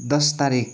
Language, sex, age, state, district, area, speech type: Nepali, male, 45-60, West Bengal, Kalimpong, rural, spontaneous